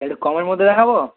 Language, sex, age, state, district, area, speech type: Bengali, male, 18-30, West Bengal, South 24 Parganas, rural, conversation